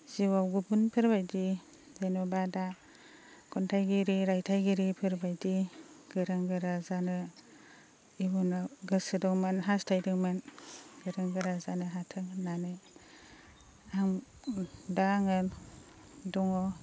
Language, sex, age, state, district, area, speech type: Bodo, female, 30-45, Assam, Baksa, rural, spontaneous